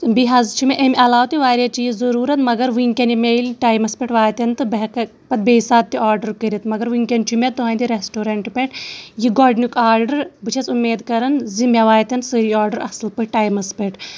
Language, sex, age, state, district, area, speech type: Kashmiri, female, 30-45, Jammu and Kashmir, Shopian, urban, spontaneous